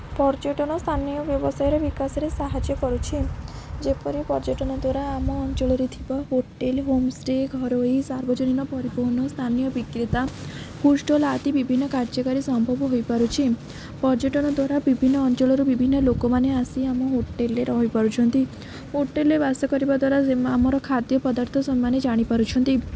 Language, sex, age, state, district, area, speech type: Odia, female, 18-30, Odisha, Jagatsinghpur, rural, spontaneous